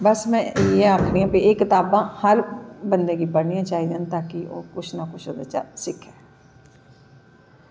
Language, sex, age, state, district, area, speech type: Dogri, female, 45-60, Jammu and Kashmir, Jammu, urban, spontaneous